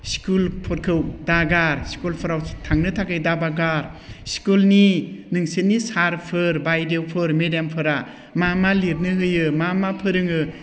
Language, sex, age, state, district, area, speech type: Bodo, male, 45-60, Assam, Udalguri, urban, spontaneous